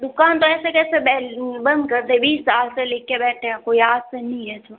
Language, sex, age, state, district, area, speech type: Hindi, female, 45-60, Rajasthan, Jodhpur, urban, conversation